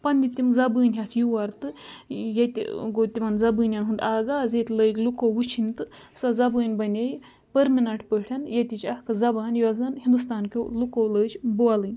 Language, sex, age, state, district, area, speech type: Kashmiri, female, 30-45, Jammu and Kashmir, Budgam, rural, spontaneous